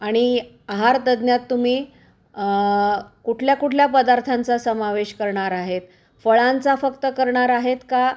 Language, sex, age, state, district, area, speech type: Marathi, female, 45-60, Maharashtra, Osmanabad, rural, spontaneous